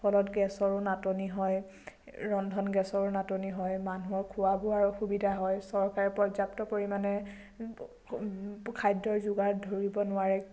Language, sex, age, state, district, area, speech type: Assamese, female, 18-30, Assam, Biswanath, rural, spontaneous